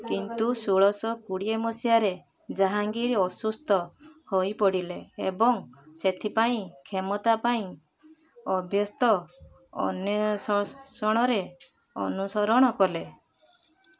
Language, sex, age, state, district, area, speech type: Odia, female, 60+, Odisha, Balasore, rural, read